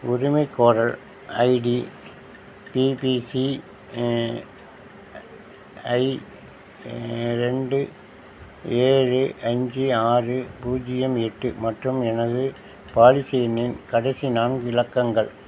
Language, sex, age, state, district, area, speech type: Tamil, male, 60+, Tamil Nadu, Nagapattinam, rural, read